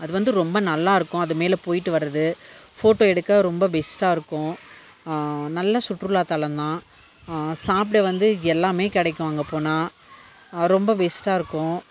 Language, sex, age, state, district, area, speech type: Tamil, female, 30-45, Tamil Nadu, Dharmapuri, rural, spontaneous